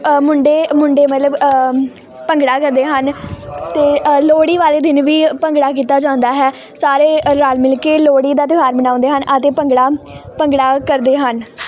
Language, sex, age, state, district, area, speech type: Punjabi, female, 18-30, Punjab, Hoshiarpur, rural, spontaneous